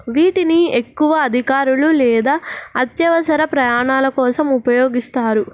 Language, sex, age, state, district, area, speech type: Telugu, female, 18-30, Telangana, Nizamabad, urban, spontaneous